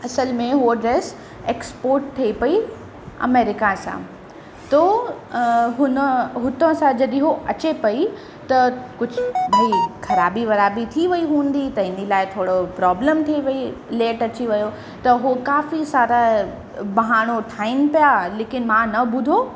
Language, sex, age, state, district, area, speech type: Sindhi, female, 18-30, Uttar Pradesh, Lucknow, urban, spontaneous